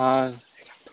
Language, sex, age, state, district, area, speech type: Hindi, male, 18-30, Uttar Pradesh, Varanasi, rural, conversation